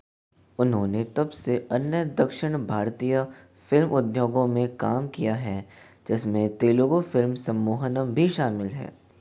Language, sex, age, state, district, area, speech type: Hindi, male, 60+, Rajasthan, Jaipur, urban, read